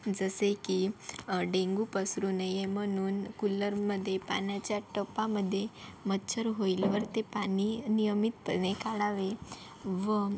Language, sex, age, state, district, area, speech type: Marathi, female, 30-45, Maharashtra, Yavatmal, rural, spontaneous